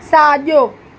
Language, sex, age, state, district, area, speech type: Sindhi, female, 30-45, Maharashtra, Mumbai Suburban, urban, read